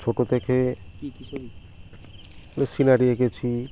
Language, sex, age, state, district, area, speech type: Bengali, male, 45-60, West Bengal, Birbhum, urban, spontaneous